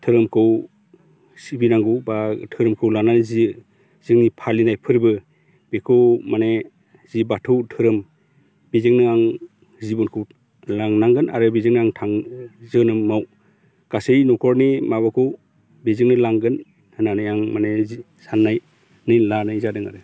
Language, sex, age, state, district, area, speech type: Bodo, male, 45-60, Assam, Baksa, rural, spontaneous